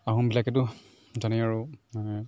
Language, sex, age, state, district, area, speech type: Assamese, male, 45-60, Assam, Morigaon, rural, spontaneous